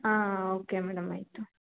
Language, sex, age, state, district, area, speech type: Kannada, female, 18-30, Karnataka, Hassan, rural, conversation